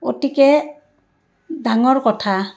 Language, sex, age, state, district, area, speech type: Assamese, female, 60+, Assam, Barpeta, rural, spontaneous